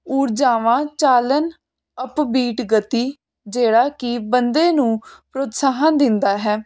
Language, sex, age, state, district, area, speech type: Punjabi, female, 18-30, Punjab, Jalandhar, urban, spontaneous